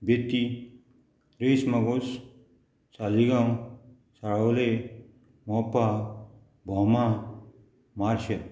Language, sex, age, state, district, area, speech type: Goan Konkani, male, 45-60, Goa, Murmgao, rural, spontaneous